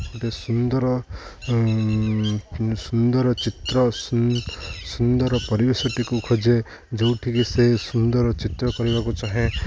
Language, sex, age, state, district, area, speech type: Odia, male, 18-30, Odisha, Jagatsinghpur, urban, spontaneous